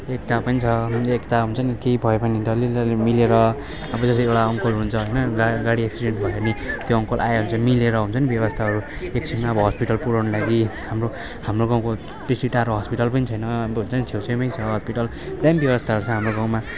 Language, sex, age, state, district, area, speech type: Nepali, male, 18-30, West Bengal, Kalimpong, rural, spontaneous